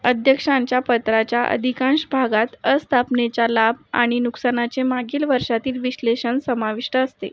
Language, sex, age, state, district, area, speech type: Marathi, female, 18-30, Maharashtra, Buldhana, urban, read